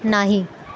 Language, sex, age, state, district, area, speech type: Marathi, female, 18-30, Maharashtra, Mumbai Suburban, urban, read